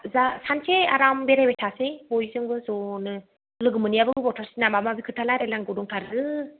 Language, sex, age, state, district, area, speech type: Bodo, female, 30-45, Assam, Kokrajhar, rural, conversation